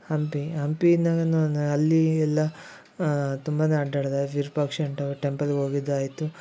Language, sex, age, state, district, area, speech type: Kannada, male, 18-30, Karnataka, Koppal, rural, spontaneous